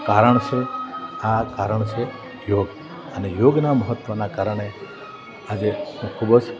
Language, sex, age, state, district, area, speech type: Gujarati, male, 45-60, Gujarat, Valsad, rural, spontaneous